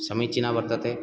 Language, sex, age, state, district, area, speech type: Sanskrit, male, 18-30, Odisha, Ganjam, rural, spontaneous